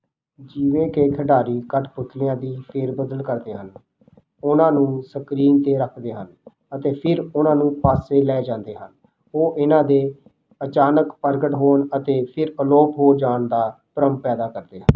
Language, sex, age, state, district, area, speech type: Punjabi, male, 30-45, Punjab, Rupnagar, rural, read